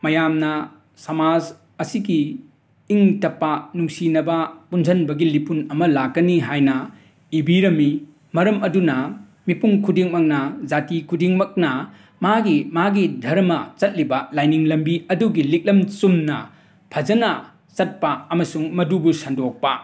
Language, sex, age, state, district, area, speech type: Manipuri, male, 60+, Manipur, Imphal West, urban, spontaneous